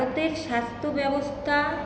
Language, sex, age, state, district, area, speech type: Bengali, female, 30-45, West Bengal, Paschim Bardhaman, urban, spontaneous